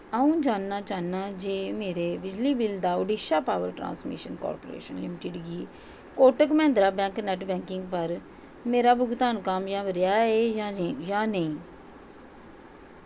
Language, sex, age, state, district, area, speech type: Dogri, female, 45-60, Jammu and Kashmir, Jammu, urban, read